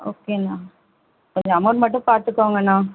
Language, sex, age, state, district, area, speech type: Tamil, female, 45-60, Tamil Nadu, Ariyalur, rural, conversation